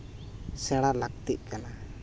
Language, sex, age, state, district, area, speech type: Santali, male, 30-45, Jharkhand, East Singhbhum, rural, spontaneous